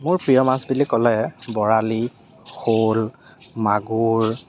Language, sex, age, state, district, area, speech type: Assamese, male, 18-30, Assam, Lakhimpur, rural, spontaneous